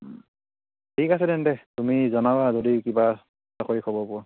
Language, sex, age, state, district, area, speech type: Assamese, male, 18-30, Assam, Dibrugarh, urban, conversation